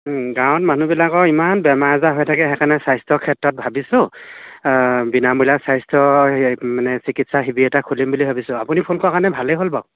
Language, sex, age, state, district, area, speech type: Assamese, male, 45-60, Assam, Dhemaji, rural, conversation